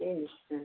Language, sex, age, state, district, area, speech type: Odia, female, 60+, Odisha, Jharsuguda, rural, conversation